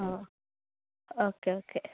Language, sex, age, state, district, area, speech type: Malayalam, female, 18-30, Kerala, Kasaragod, rural, conversation